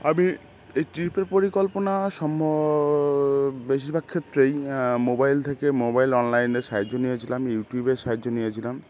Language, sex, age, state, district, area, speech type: Bengali, male, 30-45, West Bengal, Howrah, urban, spontaneous